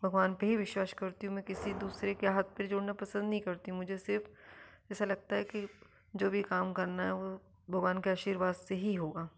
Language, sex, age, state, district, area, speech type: Hindi, female, 30-45, Madhya Pradesh, Ujjain, urban, spontaneous